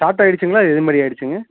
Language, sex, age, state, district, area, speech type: Tamil, male, 18-30, Tamil Nadu, Dharmapuri, rural, conversation